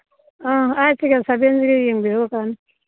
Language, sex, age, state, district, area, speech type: Manipuri, female, 45-60, Manipur, Kangpokpi, urban, conversation